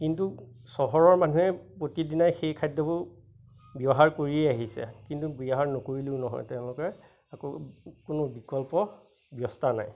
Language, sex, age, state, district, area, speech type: Assamese, male, 45-60, Assam, Majuli, rural, spontaneous